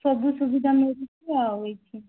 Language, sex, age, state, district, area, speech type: Odia, female, 18-30, Odisha, Sundergarh, urban, conversation